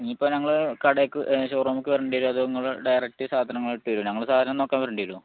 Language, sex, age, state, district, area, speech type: Malayalam, male, 18-30, Kerala, Malappuram, urban, conversation